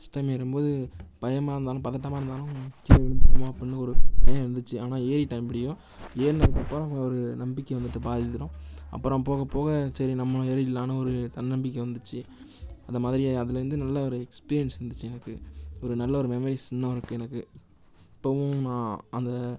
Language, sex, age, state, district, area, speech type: Tamil, male, 18-30, Tamil Nadu, Nagapattinam, rural, spontaneous